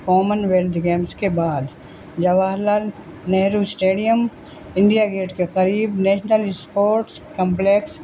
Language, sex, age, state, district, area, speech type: Urdu, female, 60+, Delhi, North East Delhi, urban, spontaneous